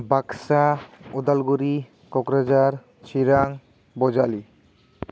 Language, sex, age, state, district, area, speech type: Bodo, male, 18-30, Assam, Baksa, rural, spontaneous